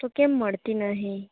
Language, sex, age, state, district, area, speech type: Gujarati, female, 30-45, Gujarat, Narmada, rural, conversation